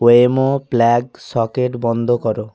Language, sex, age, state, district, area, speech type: Bengali, male, 30-45, West Bengal, Hooghly, urban, read